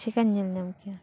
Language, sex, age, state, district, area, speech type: Santali, female, 30-45, West Bengal, Paschim Bardhaman, rural, spontaneous